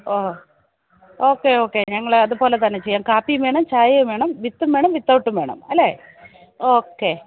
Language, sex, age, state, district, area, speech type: Malayalam, female, 45-60, Kerala, Thiruvananthapuram, urban, conversation